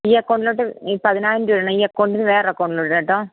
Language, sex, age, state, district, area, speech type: Malayalam, female, 30-45, Kerala, Kollam, rural, conversation